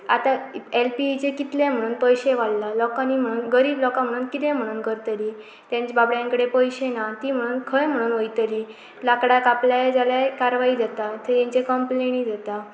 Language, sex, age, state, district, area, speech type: Goan Konkani, female, 18-30, Goa, Pernem, rural, spontaneous